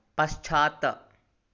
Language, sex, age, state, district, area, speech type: Sanskrit, male, 30-45, Telangana, Ranga Reddy, urban, read